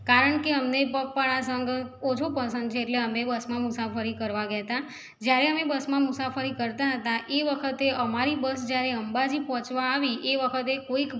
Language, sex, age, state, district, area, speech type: Gujarati, female, 45-60, Gujarat, Mehsana, rural, spontaneous